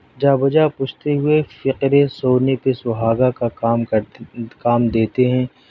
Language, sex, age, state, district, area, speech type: Urdu, male, 18-30, Delhi, South Delhi, urban, spontaneous